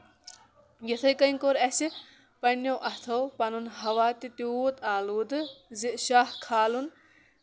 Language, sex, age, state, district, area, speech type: Kashmiri, male, 18-30, Jammu and Kashmir, Kulgam, rural, spontaneous